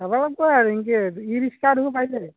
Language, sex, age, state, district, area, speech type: Assamese, male, 30-45, Assam, Barpeta, rural, conversation